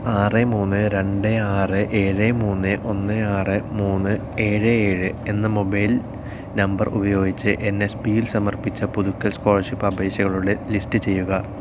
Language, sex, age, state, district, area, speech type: Malayalam, male, 18-30, Kerala, Palakkad, urban, read